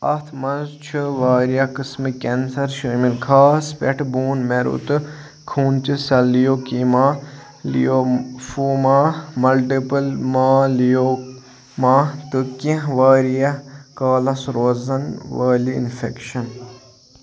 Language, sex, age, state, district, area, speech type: Kashmiri, male, 18-30, Jammu and Kashmir, Budgam, rural, read